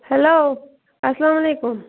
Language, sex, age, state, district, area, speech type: Kashmiri, female, 18-30, Jammu and Kashmir, Bandipora, rural, conversation